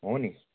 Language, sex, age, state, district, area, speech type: Nepali, male, 30-45, West Bengal, Kalimpong, rural, conversation